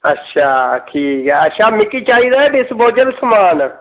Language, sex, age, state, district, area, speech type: Dogri, male, 30-45, Jammu and Kashmir, Reasi, rural, conversation